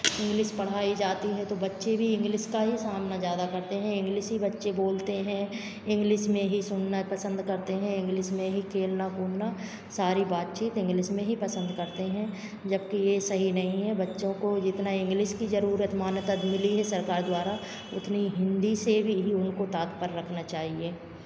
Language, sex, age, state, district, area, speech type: Hindi, female, 45-60, Madhya Pradesh, Hoshangabad, urban, spontaneous